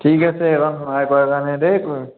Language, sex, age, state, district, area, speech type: Assamese, male, 18-30, Assam, Sivasagar, urban, conversation